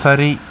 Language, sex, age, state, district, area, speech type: Tamil, male, 60+, Tamil Nadu, Mayiladuthurai, rural, read